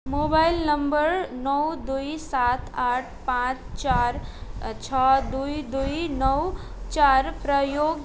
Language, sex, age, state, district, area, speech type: Nepali, female, 18-30, West Bengal, Darjeeling, rural, read